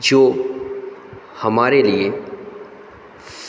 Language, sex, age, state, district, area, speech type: Hindi, male, 30-45, Madhya Pradesh, Hoshangabad, rural, spontaneous